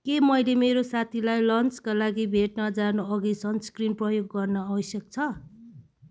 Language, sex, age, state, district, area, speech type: Nepali, female, 45-60, West Bengal, Jalpaiguri, urban, read